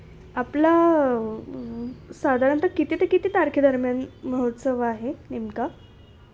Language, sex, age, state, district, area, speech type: Marathi, female, 18-30, Maharashtra, Nashik, urban, spontaneous